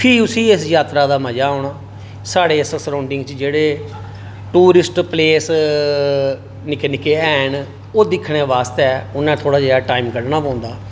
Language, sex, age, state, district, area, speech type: Dogri, male, 45-60, Jammu and Kashmir, Reasi, urban, spontaneous